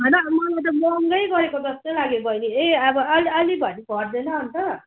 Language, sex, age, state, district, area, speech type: Nepali, female, 45-60, West Bengal, Jalpaiguri, urban, conversation